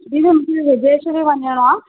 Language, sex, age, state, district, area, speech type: Sindhi, female, 30-45, Maharashtra, Thane, urban, conversation